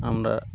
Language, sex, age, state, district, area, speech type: Bengali, male, 30-45, West Bengal, Birbhum, urban, spontaneous